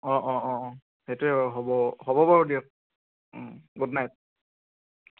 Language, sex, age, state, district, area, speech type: Assamese, male, 18-30, Assam, Dibrugarh, urban, conversation